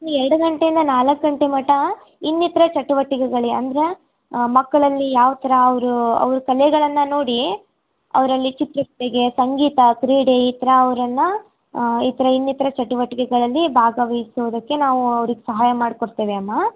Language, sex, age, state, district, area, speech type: Kannada, female, 18-30, Karnataka, Tumkur, rural, conversation